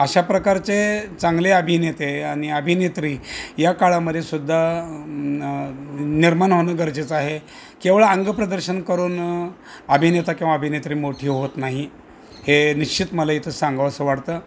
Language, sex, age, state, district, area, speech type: Marathi, male, 60+, Maharashtra, Osmanabad, rural, spontaneous